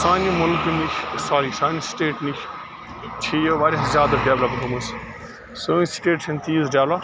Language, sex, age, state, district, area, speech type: Kashmiri, male, 45-60, Jammu and Kashmir, Bandipora, rural, spontaneous